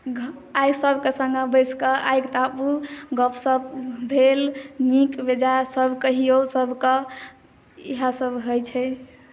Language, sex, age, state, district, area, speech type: Maithili, female, 18-30, Bihar, Madhubani, rural, spontaneous